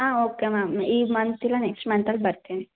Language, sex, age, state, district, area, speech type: Kannada, female, 18-30, Karnataka, Hassan, rural, conversation